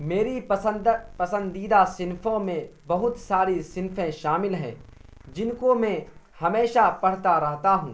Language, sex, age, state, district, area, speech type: Urdu, male, 18-30, Bihar, Purnia, rural, spontaneous